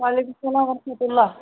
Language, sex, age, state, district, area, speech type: Kashmiri, male, 18-30, Jammu and Kashmir, Kulgam, rural, conversation